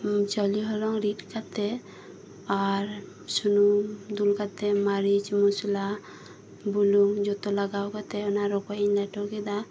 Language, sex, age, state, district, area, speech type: Santali, female, 18-30, West Bengal, Birbhum, rural, spontaneous